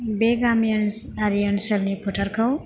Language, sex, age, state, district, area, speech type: Bodo, female, 18-30, Assam, Chirang, rural, spontaneous